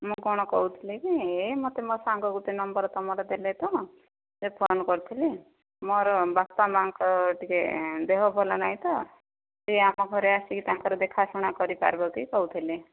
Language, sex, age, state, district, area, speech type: Odia, female, 60+, Odisha, Kandhamal, rural, conversation